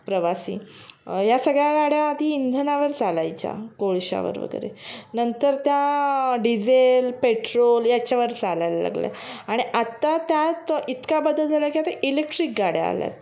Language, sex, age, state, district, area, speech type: Marathi, female, 30-45, Maharashtra, Mumbai Suburban, urban, spontaneous